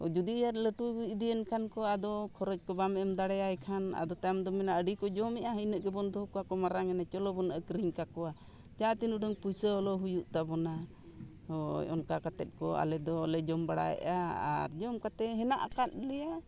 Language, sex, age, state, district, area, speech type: Santali, female, 60+, Jharkhand, Bokaro, rural, spontaneous